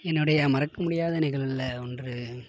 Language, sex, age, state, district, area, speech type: Tamil, male, 18-30, Tamil Nadu, Tiruvarur, urban, spontaneous